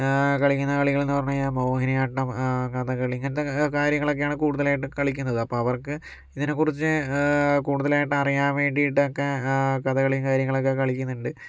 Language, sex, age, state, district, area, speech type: Malayalam, male, 45-60, Kerala, Kozhikode, urban, spontaneous